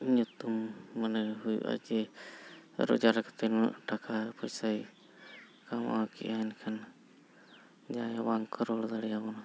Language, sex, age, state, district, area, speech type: Santali, male, 45-60, Jharkhand, Bokaro, rural, spontaneous